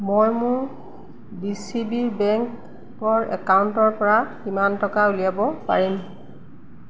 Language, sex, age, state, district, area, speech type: Assamese, female, 45-60, Assam, Golaghat, urban, read